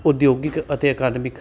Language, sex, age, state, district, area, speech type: Punjabi, male, 30-45, Punjab, Jalandhar, urban, spontaneous